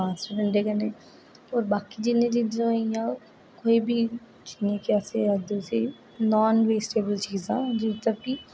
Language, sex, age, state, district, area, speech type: Dogri, female, 18-30, Jammu and Kashmir, Jammu, urban, spontaneous